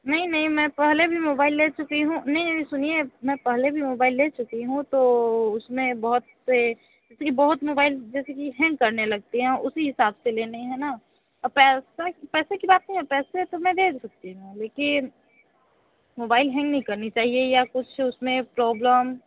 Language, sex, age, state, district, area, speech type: Hindi, female, 30-45, Uttar Pradesh, Sonbhadra, rural, conversation